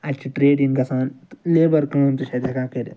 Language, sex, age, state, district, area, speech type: Kashmiri, male, 60+, Jammu and Kashmir, Ganderbal, urban, spontaneous